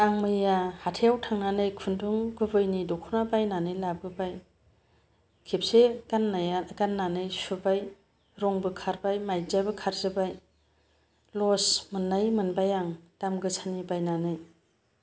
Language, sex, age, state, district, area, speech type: Bodo, female, 45-60, Assam, Kokrajhar, rural, spontaneous